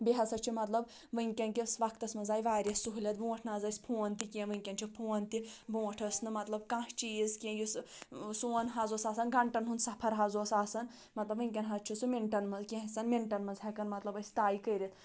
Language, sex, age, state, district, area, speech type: Kashmiri, female, 30-45, Jammu and Kashmir, Anantnag, rural, spontaneous